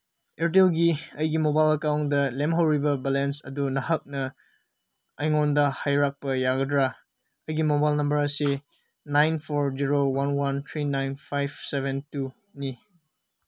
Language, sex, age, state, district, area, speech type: Manipuri, male, 18-30, Manipur, Senapati, urban, read